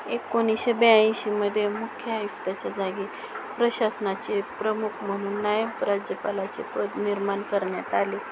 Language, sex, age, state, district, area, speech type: Marathi, female, 45-60, Maharashtra, Osmanabad, rural, read